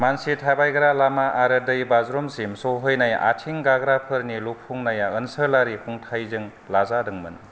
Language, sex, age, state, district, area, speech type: Bodo, male, 30-45, Assam, Kokrajhar, rural, read